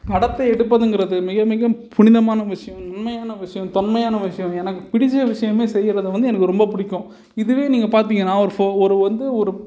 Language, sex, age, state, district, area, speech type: Tamil, male, 18-30, Tamil Nadu, Salem, urban, spontaneous